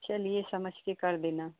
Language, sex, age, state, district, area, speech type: Hindi, female, 45-60, Uttar Pradesh, Jaunpur, rural, conversation